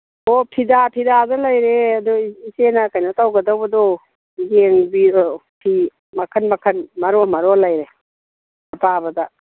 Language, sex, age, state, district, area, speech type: Manipuri, female, 60+, Manipur, Imphal East, rural, conversation